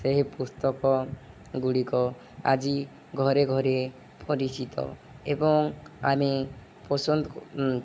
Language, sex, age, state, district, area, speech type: Odia, male, 18-30, Odisha, Subarnapur, urban, spontaneous